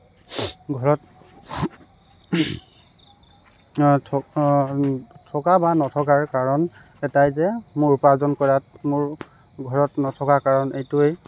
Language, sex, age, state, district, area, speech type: Assamese, male, 18-30, Assam, Tinsukia, rural, spontaneous